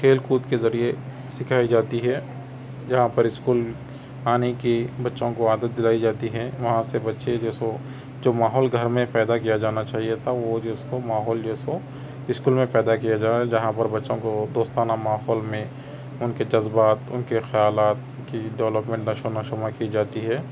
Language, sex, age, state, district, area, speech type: Urdu, male, 30-45, Telangana, Hyderabad, urban, spontaneous